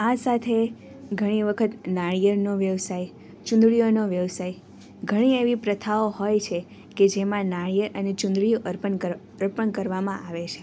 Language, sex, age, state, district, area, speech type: Gujarati, female, 18-30, Gujarat, Surat, rural, spontaneous